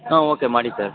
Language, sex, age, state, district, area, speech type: Kannada, male, 18-30, Karnataka, Kolar, rural, conversation